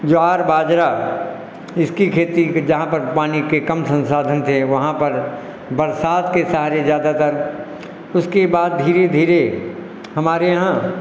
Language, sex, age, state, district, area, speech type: Hindi, male, 60+, Uttar Pradesh, Lucknow, rural, spontaneous